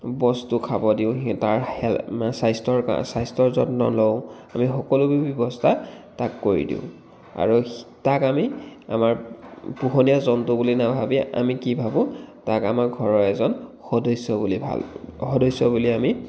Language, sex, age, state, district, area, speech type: Assamese, male, 30-45, Assam, Dhemaji, rural, spontaneous